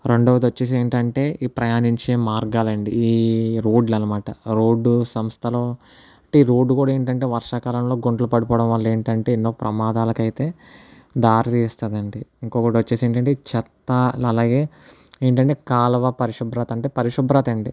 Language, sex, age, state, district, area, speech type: Telugu, male, 18-30, Andhra Pradesh, Kakinada, rural, spontaneous